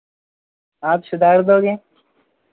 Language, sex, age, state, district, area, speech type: Hindi, male, 18-30, Madhya Pradesh, Harda, urban, conversation